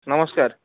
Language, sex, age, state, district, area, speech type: Odia, male, 30-45, Odisha, Kendujhar, urban, conversation